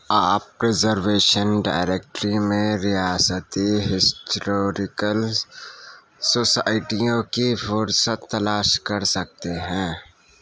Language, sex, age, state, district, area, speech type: Urdu, male, 18-30, Uttar Pradesh, Gautam Buddha Nagar, urban, read